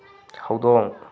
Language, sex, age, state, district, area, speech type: Manipuri, male, 30-45, Manipur, Tengnoupal, rural, read